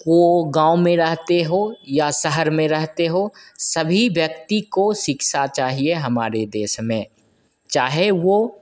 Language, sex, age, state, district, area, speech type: Hindi, male, 30-45, Bihar, Begusarai, rural, spontaneous